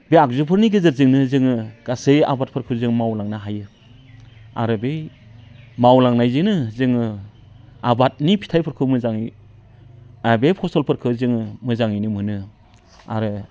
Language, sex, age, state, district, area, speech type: Bodo, male, 45-60, Assam, Udalguri, rural, spontaneous